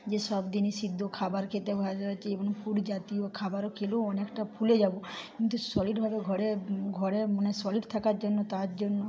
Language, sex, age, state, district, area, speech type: Bengali, female, 45-60, West Bengal, Purba Medinipur, rural, spontaneous